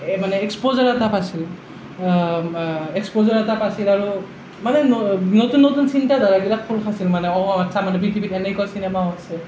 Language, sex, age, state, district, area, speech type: Assamese, male, 18-30, Assam, Nalbari, rural, spontaneous